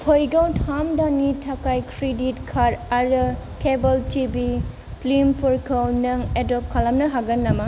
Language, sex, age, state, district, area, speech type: Bodo, female, 18-30, Assam, Kokrajhar, rural, read